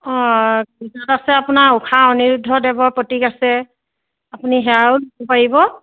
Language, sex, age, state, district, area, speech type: Assamese, female, 45-60, Assam, Dibrugarh, rural, conversation